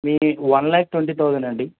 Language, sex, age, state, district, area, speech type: Telugu, male, 18-30, Telangana, Medak, rural, conversation